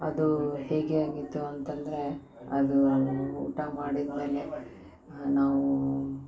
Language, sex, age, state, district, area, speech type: Kannada, female, 30-45, Karnataka, Koppal, rural, spontaneous